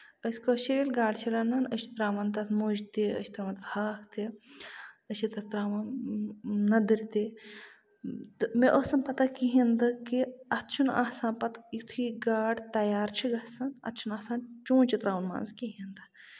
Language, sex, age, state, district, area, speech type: Kashmiri, female, 30-45, Jammu and Kashmir, Bandipora, rural, spontaneous